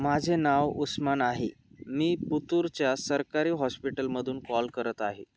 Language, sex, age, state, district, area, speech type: Marathi, male, 18-30, Maharashtra, Nashik, urban, read